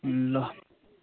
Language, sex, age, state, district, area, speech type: Nepali, male, 18-30, West Bengal, Darjeeling, rural, conversation